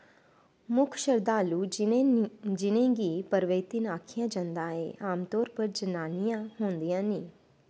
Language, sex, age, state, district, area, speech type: Dogri, female, 30-45, Jammu and Kashmir, Udhampur, urban, read